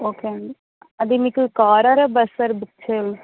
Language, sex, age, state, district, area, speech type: Telugu, female, 18-30, Andhra Pradesh, Vizianagaram, rural, conversation